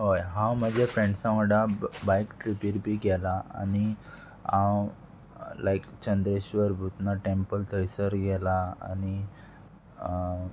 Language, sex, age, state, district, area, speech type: Goan Konkani, male, 18-30, Goa, Murmgao, urban, spontaneous